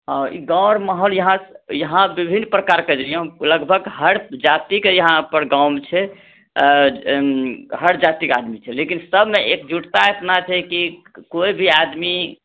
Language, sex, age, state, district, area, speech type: Maithili, male, 60+, Bihar, Purnia, urban, conversation